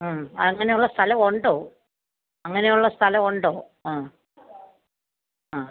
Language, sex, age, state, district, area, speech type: Malayalam, female, 45-60, Kerala, Pathanamthitta, rural, conversation